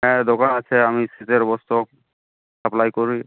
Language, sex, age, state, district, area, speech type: Bengali, male, 18-30, West Bengal, Uttar Dinajpur, urban, conversation